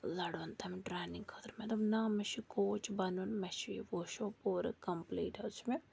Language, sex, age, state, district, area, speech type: Kashmiri, female, 18-30, Jammu and Kashmir, Bandipora, rural, spontaneous